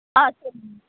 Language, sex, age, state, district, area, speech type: Tamil, female, 30-45, Tamil Nadu, Tiruvallur, urban, conversation